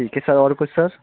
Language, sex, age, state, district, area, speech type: Hindi, male, 18-30, Madhya Pradesh, Seoni, urban, conversation